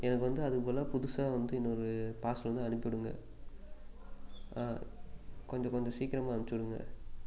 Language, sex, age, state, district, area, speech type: Tamil, male, 18-30, Tamil Nadu, Namakkal, rural, spontaneous